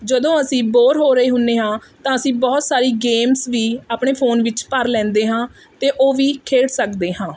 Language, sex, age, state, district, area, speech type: Punjabi, female, 30-45, Punjab, Mohali, rural, spontaneous